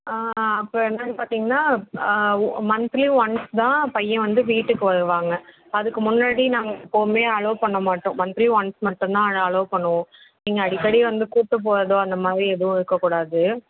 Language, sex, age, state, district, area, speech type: Tamil, female, 30-45, Tamil Nadu, Mayiladuthurai, rural, conversation